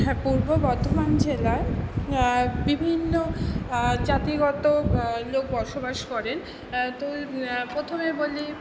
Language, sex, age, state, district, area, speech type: Bengali, female, 60+, West Bengal, Purba Bardhaman, urban, spontaneous